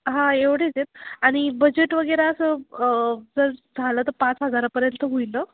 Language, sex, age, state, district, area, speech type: Marathi, female, 18-30, Maharashtra, Ahmednagar, urban, conversation